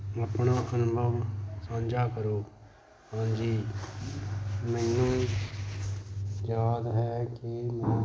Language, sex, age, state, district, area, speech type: Punjabi, male, 45-60, Punjab, Hoshiarpur, rural, spontaneous